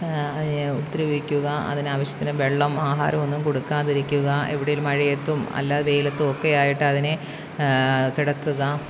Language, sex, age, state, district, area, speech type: Malayalam, female, 30-45, Kerala, Kollam, rural, spontaneous